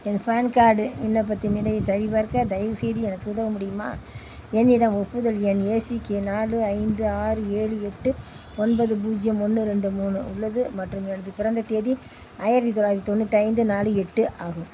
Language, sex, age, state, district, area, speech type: Tamil, female, 60+, Tamil Nadu, Tiruppur, rural, read